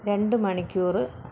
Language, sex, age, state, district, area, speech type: Malayalam, female, 30-45, Kerala, Thiruvananthapuram, rural, spontaneous